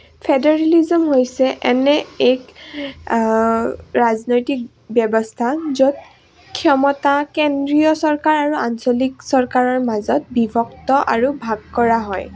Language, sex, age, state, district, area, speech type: Assamese, female, 18-30, Assam, Udalguri, rural, spontaneous